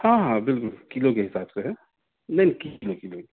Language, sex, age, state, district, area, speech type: Urdu, male, 30-45, Delhi, South Delhi, urban, conversation